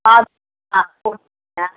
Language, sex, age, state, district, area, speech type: Tamil, female, 45-60, Tamil Nadu, Krishnagiri, rural, conversation